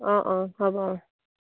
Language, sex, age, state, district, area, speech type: Assamese, female, 30-45, Assam, Jorhat, urban, conversation